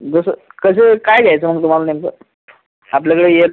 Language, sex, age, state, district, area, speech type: Marathi, male, 30-45, Maharashtra, Buldhana, rural, conversation